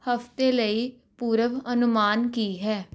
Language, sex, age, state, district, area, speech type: Punjabi, female, 18-30, Punjab, Rupnagar, urban, read